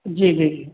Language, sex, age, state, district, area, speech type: Hindi, male, 18-30, Bihar, Begusarai, rural, conversation